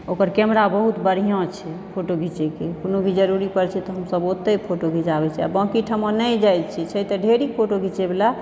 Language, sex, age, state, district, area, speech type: Maithili, female, 60+, Bihar, Supaul, rural, spontaneous